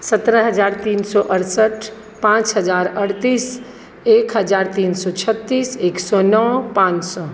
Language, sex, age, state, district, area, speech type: Maithili, female, 30-45, Bihar, Madhubani, urban, spontaneous